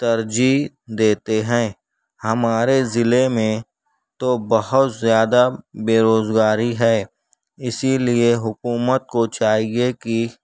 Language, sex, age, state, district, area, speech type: Urdu, male, 18-30, Maharashtra, Nashik, urban, spontaneous